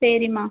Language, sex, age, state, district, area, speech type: Tamil, female, 18-30, Tamil Nadu, Ariyalur, rural, conversation